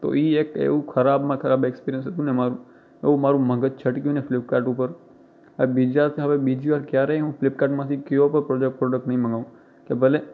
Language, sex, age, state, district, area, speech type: Gujarati, male, 18-30, Gujarat, Kutch, rural, spontaneous